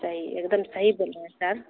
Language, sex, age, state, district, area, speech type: Urdu, female, 30-45, Bihar, Khagaria, rural, conversation